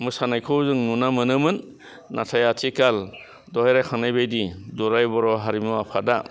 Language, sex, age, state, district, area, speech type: Bodo, male, 60+, Assam, Udalguri, urban, spontaneous